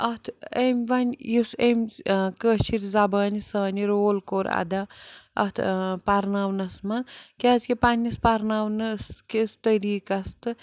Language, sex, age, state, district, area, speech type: Kashmiri, female, 45-60, Jammu and Kashmir, Srinagar, urban, spontaneous